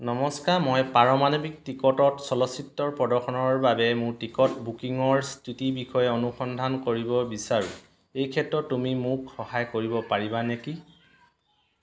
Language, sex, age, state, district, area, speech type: Assamese, male, 45-60, Assam, Dhemaji, rural, read